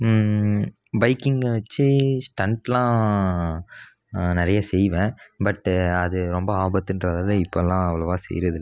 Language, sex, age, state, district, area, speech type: Tamil, male, 18-30, Tamil Nadu, Krishnagiri, rural, spontaneous